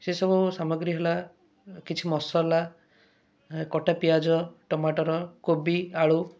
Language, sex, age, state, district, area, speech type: Odia, male, 30-45, Odisha, Kendrapara, urban, spontaneous